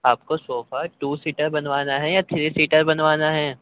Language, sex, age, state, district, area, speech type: Urdu, male, 18-30, Uttar Pradesh, Ghaziabad, rural, conversation